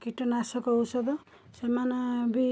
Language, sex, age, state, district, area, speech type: Odia, female, 30-45, Odisha, Cuttack, urban, spontaneous